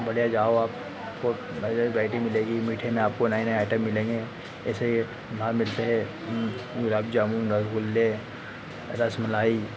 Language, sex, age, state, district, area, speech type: Hindi, male, 30-45, Madhya Pradesh, Harda, urban, spontaneous